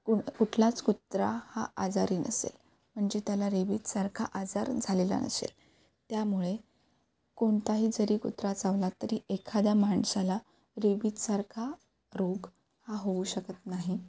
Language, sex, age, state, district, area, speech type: Marathi, female, 18-30, Maharashtra, Ratnagiri, rural, spontaneous